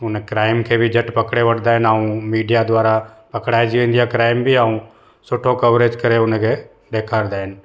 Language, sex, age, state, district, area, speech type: Sindhi, male, 45-60, Gujarat, Surat, urban, spontaneous